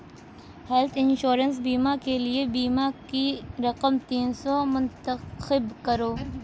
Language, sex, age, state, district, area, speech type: Urdu, female, 18-30, Uttar Pradesh, Shahjahanpur, urban, read